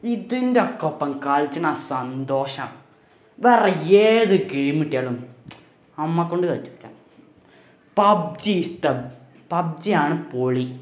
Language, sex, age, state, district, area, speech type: Malayalam, male, 18-30, Kerala, Malappuram, rural, spontaneous